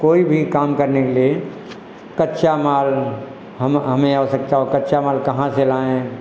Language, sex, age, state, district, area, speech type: Hindi, male, 60+, Uttar Pradesh, Lucknow, rural, spontaneous